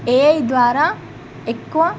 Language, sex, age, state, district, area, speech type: Telugu, female, 18-30, Telangana, Medak, rural, spontaneous